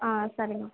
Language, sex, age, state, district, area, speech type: Tamil, female, 18-30, Tamil Nadu, Kallakurichi, urban, conversation